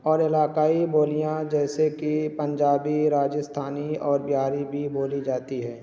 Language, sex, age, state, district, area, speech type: Urdu, male, 18-30, Uttar Pradesh, Balrampur, rural, spontaneous